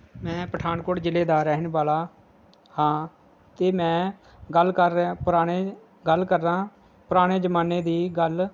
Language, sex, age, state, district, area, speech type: Punjabi, male, 30-45, Punjab, Pathankot, rural, spontaneous